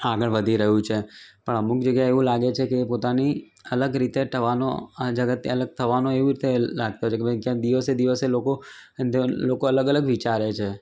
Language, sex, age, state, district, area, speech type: Gujarati, male, 30-45, Gujarat, Ahmedabad, urban, spontaneous